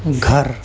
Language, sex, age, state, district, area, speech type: Urdu, male, 18-30, Delhi, Central Delhi, urban, read